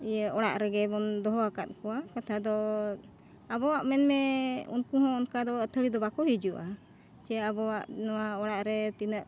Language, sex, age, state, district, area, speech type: Santali, female, 45-60, Jharkhand, Bokaro, rural, spontaneous